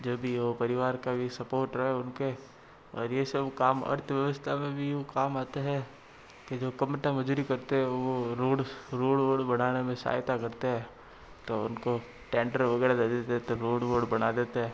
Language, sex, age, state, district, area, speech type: Hindi, male, 60+, Rajasthan, Jodhpur, urban, spontaneous